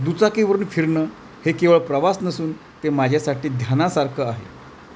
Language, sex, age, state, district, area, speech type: Marathi, male, 45-60, Maharashtra, Thane, rural, spontaneous